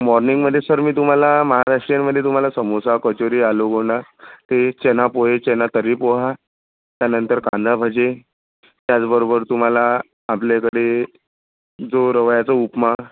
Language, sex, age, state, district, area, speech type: Marathi, male, 30-45, Maharashtra, Amravati, rural, conversation